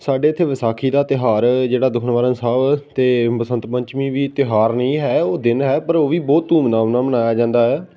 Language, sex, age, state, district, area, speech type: Punjabi, male, 18-30, Punjab, Patiala, rural, spontaneous